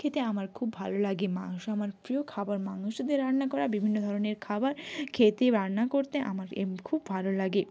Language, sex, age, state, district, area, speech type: Bengali, female, 18-30, West Bengal, Jalpaiguri, rural, spontaneous